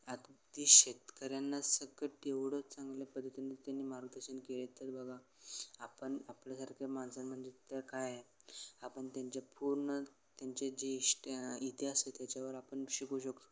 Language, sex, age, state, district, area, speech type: Marathi, male, 18-30, Maharashtra, Sangli, rural, spontaneous